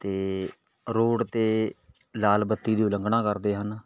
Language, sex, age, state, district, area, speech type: Punjabi, male, 30-45, Punjab, Patiala, rural, spontaneous